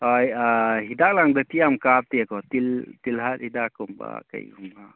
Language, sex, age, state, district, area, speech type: Manipuri, male, 30-45, Manipur, Churachandpur, rural, conversation